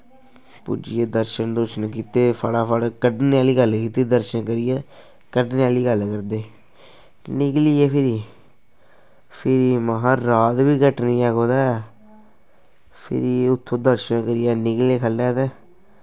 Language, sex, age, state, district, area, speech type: Dogri, male, 18-30, Jammu and Kashmir, Kathua, rural, spontaneous